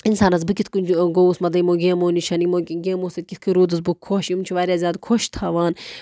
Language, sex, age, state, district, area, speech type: Kashmiri, female, 45-60, Jammu and Kashmir, Budgam, rural, spontaneous